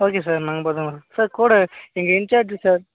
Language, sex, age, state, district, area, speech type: Tamil, male, 30-45, Tamil Nadu, Cuddalore, rural, conversation